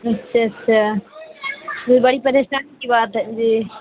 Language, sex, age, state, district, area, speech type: Urdu, female, 18-30, Delhi, South Delhi, urban, conversation